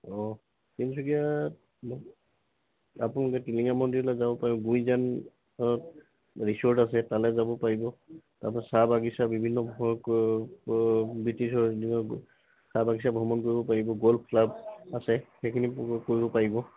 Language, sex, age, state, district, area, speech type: Assamese, male, 60+, Assam, Tinsukia, rural, conversation